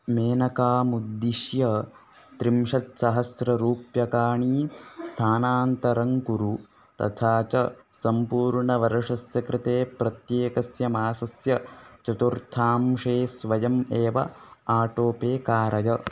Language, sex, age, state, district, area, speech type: Sanskrit, male, 18-30, Karnataka, Bellary, rural, read